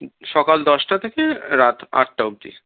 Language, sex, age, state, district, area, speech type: Bengali, male, 45-60, West Bengal, Darjeeling, rural, conversation